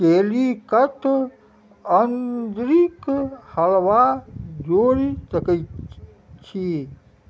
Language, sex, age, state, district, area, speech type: Maithili, male, 60+, Bihar, Madhubani, rural, read